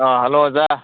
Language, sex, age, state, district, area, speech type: Manipuri, male, 30-45, Manipur, Kakching, rural, conversation